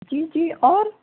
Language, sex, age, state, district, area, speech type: Urdu, male, 30-45, Uttar Pradesh, Gautam Buddha Nagar, rural, conversation